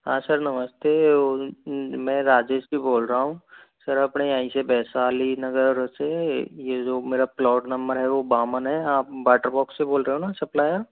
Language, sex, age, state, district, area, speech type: Hindi, male, 30-45, Rajasthan, Jodhpur, rural, conversation